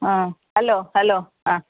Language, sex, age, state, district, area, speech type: Kannada, female, 60+, Karnataka, Udupi, rural, conversation